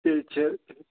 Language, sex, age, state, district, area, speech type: Kashmiri, male, 18-30, Jammu and Kashmir, Ganderbal, rural, conversation